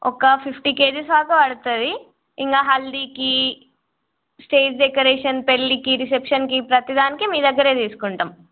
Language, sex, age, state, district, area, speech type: Telugu, female, 18-30, Telangana, Jagtial, urban, conversation